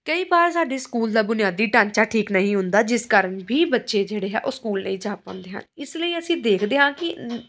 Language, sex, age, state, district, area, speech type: Punjabi, female, 18-30, Punjab, Pathankot, rural, spontaneous